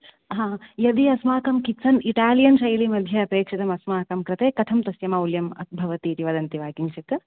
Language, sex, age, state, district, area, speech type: Sanskrit, female, 18-30, Karnataka, Dakshina Kannada, urban, conversation